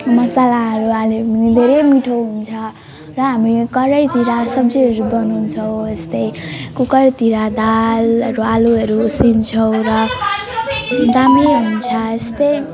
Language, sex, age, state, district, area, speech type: Nepali, female, 18-30, West Bengal, Alipurduar, urban, spontaneous